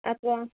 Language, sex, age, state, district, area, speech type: Kannada, female, 30-45, Karnataka, Udupi, rural, conversation